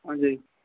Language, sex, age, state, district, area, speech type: Dogri, male, 18-30, Jammu and Kashmir, Jammu, urban, conversation